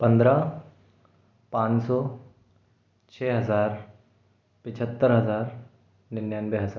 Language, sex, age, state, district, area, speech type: Hindi, male, 18-30, Madhya Pradesh, Bhopal, urban, spontaneous